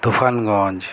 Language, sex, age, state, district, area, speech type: Bengali, male, 30-45, West Bengal, Alipurduar, rural, spontaneous